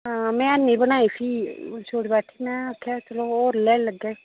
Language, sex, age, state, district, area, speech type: Dogri, female, 30-45, Jammu and Kashmir, Reasi, urban, conversation